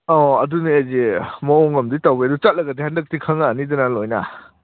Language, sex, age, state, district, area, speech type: Manipuri, male, 45-60, Manipur, Kangpokpi, urban, conversation